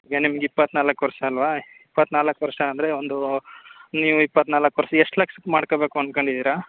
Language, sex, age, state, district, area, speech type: Kannada, male, 30-45, Karnataka, Chamarajanagar, rural, conversation